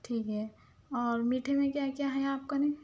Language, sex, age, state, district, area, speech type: Urdu, female, 30-45, Telangana, Hyderabad, urban, spontaneous